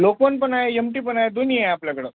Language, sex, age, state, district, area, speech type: Marathi, male, 30-45, Maharashtra, Nanded, rural, conversation